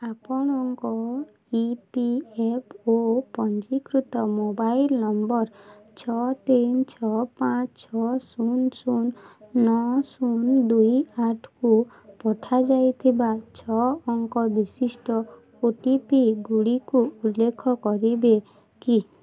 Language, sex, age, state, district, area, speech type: Odia, female, 18-30, Odisha, Bargarh, urban, read